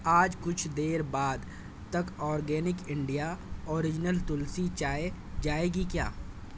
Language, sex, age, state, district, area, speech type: Urdu, male, 30-45, Delhi, South Delhi, urban, read